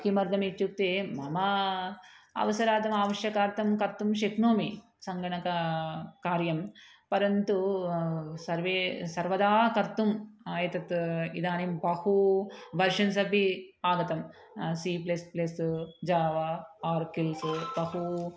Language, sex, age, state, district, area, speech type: Sanskrit, female, 30-45, Telangana, Ranga Reddy, urban, spontaneous